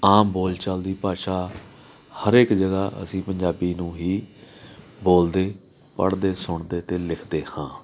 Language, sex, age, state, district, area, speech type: Punjabi, male, 45-60, Punjab, Amritsar, urban, spontaneous